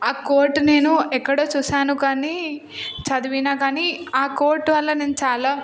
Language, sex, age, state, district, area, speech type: Telugu, female, 18-30, Telangana, Hyderabad, urban, spontaneous